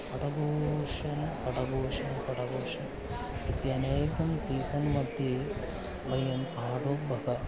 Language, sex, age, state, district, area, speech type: Sanskrit, male, 30-45, Kerala, Thiruvananthapuram, urban, spontaneous